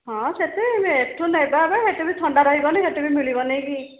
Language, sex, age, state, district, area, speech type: Odia, female, 45-60, Odisha, Angul, rural, conversation